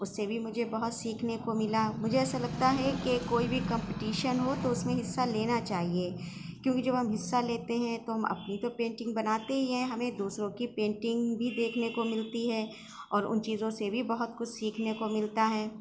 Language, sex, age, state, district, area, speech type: Urdu, female, 30-45, Uttar Pradesh, Shahjahanpur, urban, spontaneous